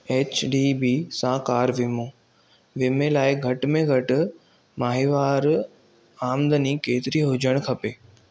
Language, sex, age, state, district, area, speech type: Sindhi, male, 18-30, Maharashtra, Thane, urban, read